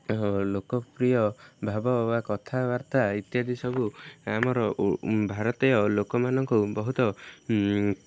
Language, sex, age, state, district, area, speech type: Odia, male, 18-30, Odisha, Jagatsinghpur, rural, spontaneous